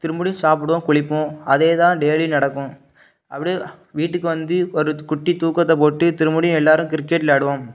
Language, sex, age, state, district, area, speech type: Tamil, male, 18-30, Tamil Nadu, Thoothukudi, urban, spontaneous